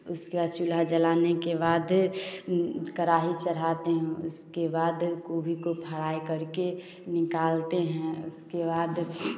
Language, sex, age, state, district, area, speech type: Hindi, female, 18-30, Bihar, Samastipur, rural, spontaneous